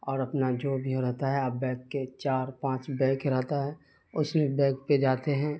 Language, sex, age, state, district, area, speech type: Urdu, male, 30-45, Bihar, Darbhanga, urban, spontaneous